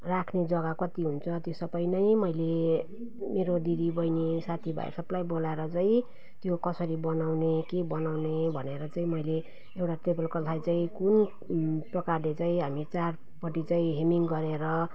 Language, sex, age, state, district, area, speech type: Nepali, female, 45-60, West Bengal, Jalpaiguri, urban, spontaneous